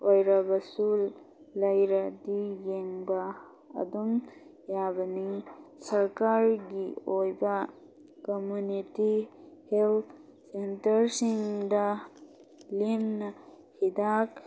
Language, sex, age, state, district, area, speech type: Manipuri, female, 18-30, Manipur, Kakching, rural, spontaneous